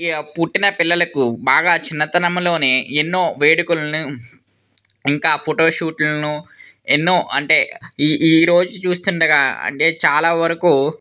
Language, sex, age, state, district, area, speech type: Telugu, male, 18-30, Andhra Pradesh, Vizianagaram, urban, spontaneous